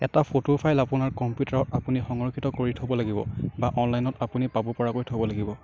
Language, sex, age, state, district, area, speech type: Assamese, male, 18-30, Assam, Kamrup Metropolitan, urban, read